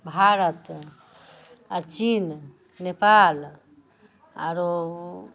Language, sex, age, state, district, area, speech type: Maithili, female, 45-60, Bihar, Muzaffarpur, rural, spontaneous